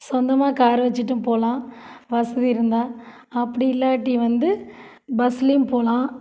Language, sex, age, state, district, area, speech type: Tamil, female, 45-60, Tamil Nadu, Krishnagiri, rural, spontaneous